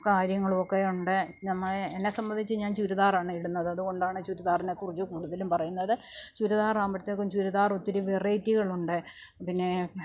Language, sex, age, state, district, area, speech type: Malayalam, female, 45-60, Kerala, Pathanamthitta, rural, spontaneous